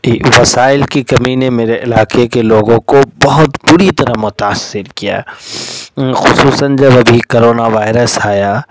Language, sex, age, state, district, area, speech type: Urdu, male, 18-30, Delhi, South Delhi, urban, spontaneous